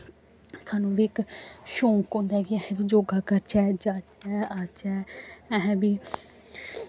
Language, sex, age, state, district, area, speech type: Dogri, female, 18-30, Jammu and Kashmir, Samba, rural, spontaneous